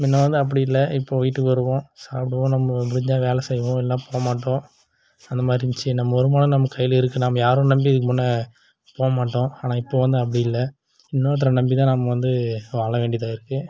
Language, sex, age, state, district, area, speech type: Tamil, male, 18-30, Tamil Nadu, Dharmapuri, rural, spontaneous